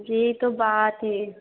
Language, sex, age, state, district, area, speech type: Hindi, female, 60+, Madhya Pradesh, Bhopal, urban, conversation